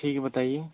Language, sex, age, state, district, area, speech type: Hindi, male, 18-30, Uttar Pradesh, Varanasi, rural, conversation